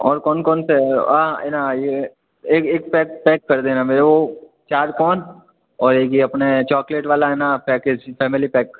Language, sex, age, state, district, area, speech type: Hindi, male, 18-30, Rajasthan, Jodhpur, urban, conversation